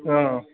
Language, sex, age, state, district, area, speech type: Assamese, male, 18-30, Assam, Dhemaji, rural, conversation